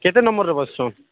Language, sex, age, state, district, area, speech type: Odia, male, 45-60, Odisha, Nuapada, urban, conversation